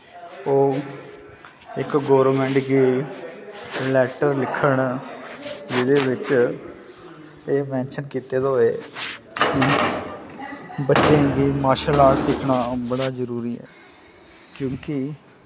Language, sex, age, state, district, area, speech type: Dogri, male, 30-45, Jammu and Kashmir, Kathua, urban, spontaneous